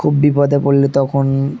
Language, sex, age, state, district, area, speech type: Bengali, male, 18-30, West Bengal, Dakshin Dinajpur, urban, spontaneous